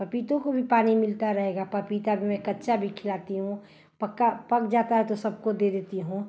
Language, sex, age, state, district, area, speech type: Hindi, female, 45-60, Uttar Pradesh, Ghazipur, urban, spontaneous